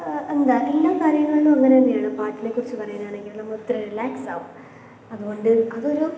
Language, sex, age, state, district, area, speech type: Malayalam, female, 18-30, Kerala, Pathanamthitta, urban, spontaneous